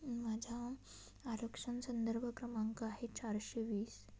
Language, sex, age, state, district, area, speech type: Marathi, female, 18-30, Maharashtra, Satara, urban, spontaneous